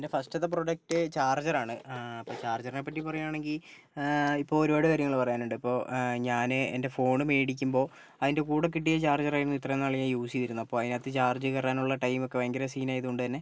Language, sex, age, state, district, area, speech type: Malayalam, male, 45-60, Kerala, Kozhikode, urban, spontaneous